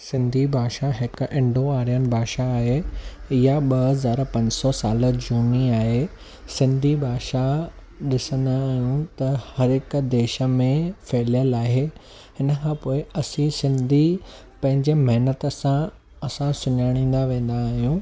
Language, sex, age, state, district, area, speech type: Sindhi, male, 18-30, Maharashtra, Thane, urban, spontaneous